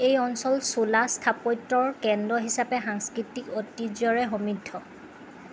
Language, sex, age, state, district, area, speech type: Assamese, female, 30-45, Assam, Lakhimpur, rural, read